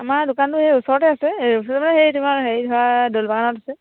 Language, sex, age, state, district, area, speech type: Assamese, female, 18-30, Assam, Charaideo, rural, conversation